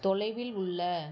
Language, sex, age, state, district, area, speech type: Tamil, female, 30-45, Tamil Nadu, Madurai, rural, read